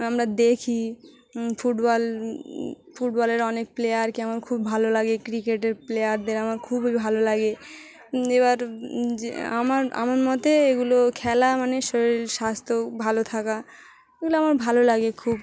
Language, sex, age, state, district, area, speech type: Bengali, female, 30-45, West Bengal, Dakshin Dinajpur, urban, spontaneous